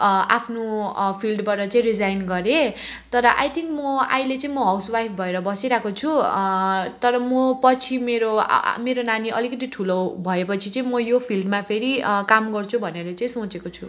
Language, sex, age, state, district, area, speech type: Nepali, female, 30-45, West Bengal, Kalimpong, rural, spontaneous